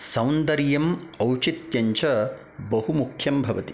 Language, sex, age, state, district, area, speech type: Sanskrit, male, 30-45, Karnataka, Bangalore Rural, urban, spontaneous